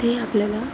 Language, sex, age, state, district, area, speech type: Marathi, female, 18-30, Maharashtra, Thane, urban, spontaneous